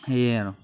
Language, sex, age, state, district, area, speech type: Assamese, male, 45-60, Assam, Morigaon, rural, spontaneous